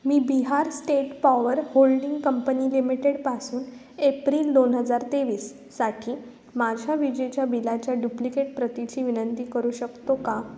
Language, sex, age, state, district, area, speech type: Marathi, female, 18-30, Maharashtra, Ratnagiri, rural, read